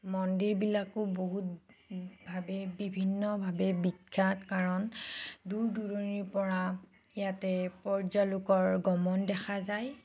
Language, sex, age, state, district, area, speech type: Assamese, female, 30-45, Assam, Nagaon, rural, spontaneous